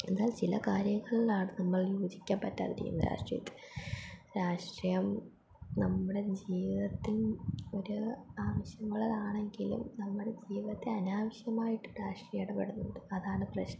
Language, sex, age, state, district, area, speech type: Malayalam, female, 18-30, Kerala, Palakkad, rural, spontaneous